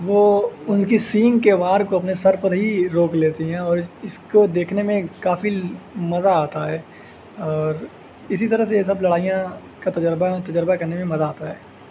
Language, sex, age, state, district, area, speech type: Urdu, male, 18-30, Uttar Pradesh, Azamgarh, rural, spontaneous